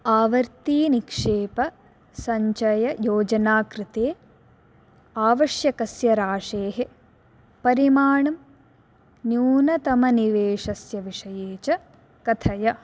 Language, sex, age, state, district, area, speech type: Sanskrit, female, 18-30, Karnataka, Dakshina Kannada, urban, read